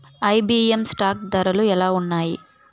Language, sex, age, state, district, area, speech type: Telugu, female, 18-30, Andhra Pradesh, Sri Balaji, urban, read